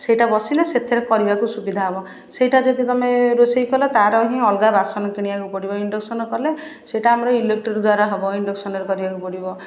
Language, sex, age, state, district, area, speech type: Odia, female, 60+, Odisha, Puri, urban, spontaneous